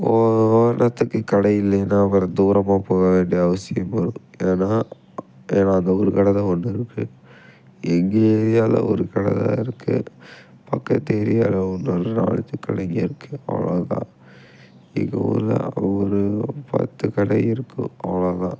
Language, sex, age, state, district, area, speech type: Tamil, male, 18-30, Tamil Nadu, Tiruppur, rural, spontaneous